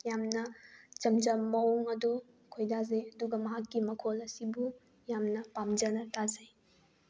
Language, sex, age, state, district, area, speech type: Manipuri, female, 18-30, Manipur, Bishnupur, rural, spontaneous